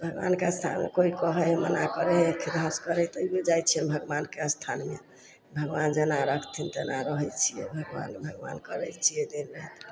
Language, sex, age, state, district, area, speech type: Maithili, female, 60+, Bihar, Samastipur, rural, spontaneous